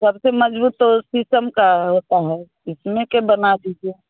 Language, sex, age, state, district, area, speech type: Hindi, female, 30-45, Bihar, Muzaffarpur, rural, conversation